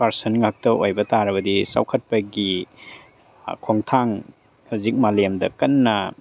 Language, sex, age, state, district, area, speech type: Manipuri, male, 30-45, Manipur, Tengnoupal, urban, spontaneous